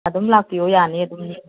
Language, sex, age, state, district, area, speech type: Manipuri, female, 45-60, Manipur, Kangpokpi, urban, conversation